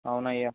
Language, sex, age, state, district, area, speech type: Telugu, male, 18-30, Telangana, Adilabad, urban, conversation